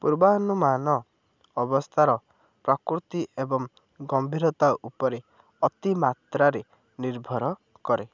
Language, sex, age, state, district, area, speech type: Odia, male, 18-30, Odisha, Ganjam, urban, read